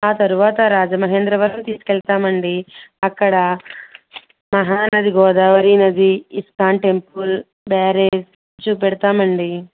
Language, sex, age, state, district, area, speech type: Telugu, female, 18-30, Andhra Pradesh, Konaseema, rural, conversation